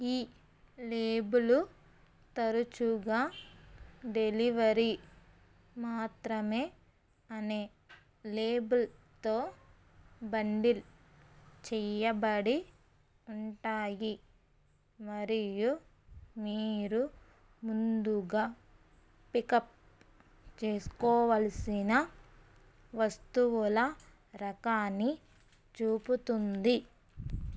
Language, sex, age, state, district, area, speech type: Telugu, female, 30-45, Andhra Pradesh, West Godavari, rural, read